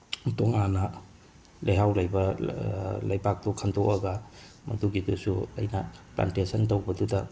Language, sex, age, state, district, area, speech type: Manipuri, male, 45-60, Manipur, Tengnoupal, rural, spontaneous